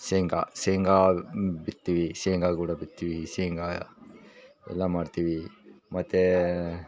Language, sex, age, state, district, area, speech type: Kannada, male, 30-45, Karnataka, Vijayanagara, rural, spontaneous